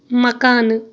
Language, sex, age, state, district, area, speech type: Kashmiri, female, 30-45, Jammu and Kashmir, Shopian, rural, read